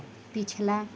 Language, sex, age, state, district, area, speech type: Hindi, female, 30-45, Uttar Pradesh, Mau, rural, read